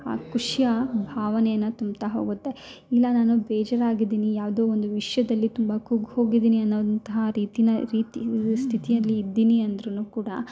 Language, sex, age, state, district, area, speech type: Kannada, female, 30-45, Karnataka, Hassan, rural, spontaneous